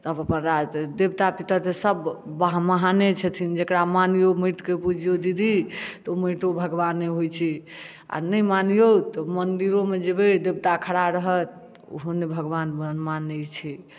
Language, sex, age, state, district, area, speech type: Maithili, female, 60+, Bihar, Madhubani, urban, spontaneous